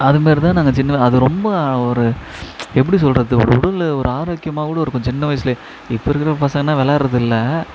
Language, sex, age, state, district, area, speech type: Tamil, male, 18-30, Tamil Nadu, Tiruvannamalai, urban, spontaneous